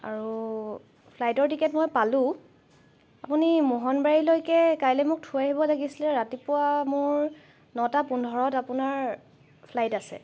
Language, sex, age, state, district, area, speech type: Assamese, female, 18-30, Assam, Charaideo, urban, spontaneous